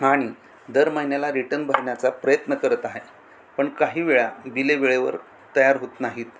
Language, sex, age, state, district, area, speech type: Marathi, male, 45-60, Maharashtra, Thane, rural, spontaneous